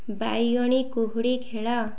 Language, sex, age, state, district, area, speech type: Odia, female, 18-30, Odisha, Kendujhar, urban, read